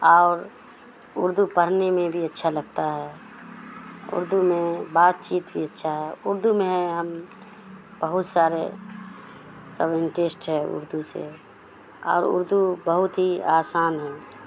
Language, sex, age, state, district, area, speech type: Urdu, female, 30-45, Bihar, Madhubani, rural, spontaneous